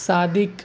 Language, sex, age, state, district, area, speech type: Urdu, male, 18-30, Maharashtra, Nashik, urban, spontaneous